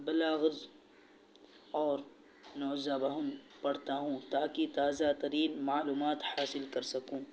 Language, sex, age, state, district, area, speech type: Urdu, male, 18-30, Uttar Pradesh, Balrampur, rural, spontaneous